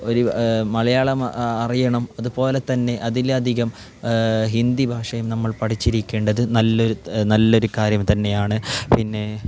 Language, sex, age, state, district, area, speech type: Malayalam, male, 18-30, Kerala, Kasaragod, urban, spontaneous